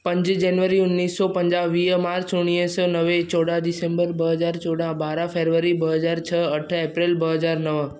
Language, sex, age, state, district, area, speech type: Sindhi, male, 18-30, Maharashtra, Mumbai Suburban, urban, spontaneous